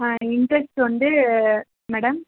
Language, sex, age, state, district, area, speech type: Tamil, female, 30-45, Tamil Nadu, Namakkal, rural, conversation